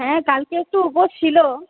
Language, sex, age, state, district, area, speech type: Bengali, female, 30-45, West Bengal, Purulia, urban, conversation